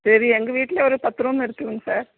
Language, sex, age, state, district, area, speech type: Tamil, female, 60+, Tamil Nadu, Nilgiris, rural, conversation